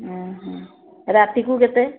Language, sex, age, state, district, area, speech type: Odia, female, 45-60, Odisha, Sambalpur, rural, conversation